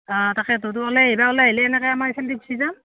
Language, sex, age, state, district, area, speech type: Assamese, female, 30-45, Assam, Udalguri, rural, conversation